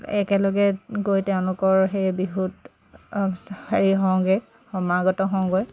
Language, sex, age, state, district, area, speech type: Assamese, female, 30-45, Assam, Dhemaji, rural, spontaneous